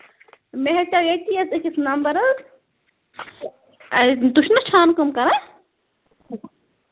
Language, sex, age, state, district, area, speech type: Kashmiri, female, 30-45, Jammu and Kashmir, Bandipora, rural, conversation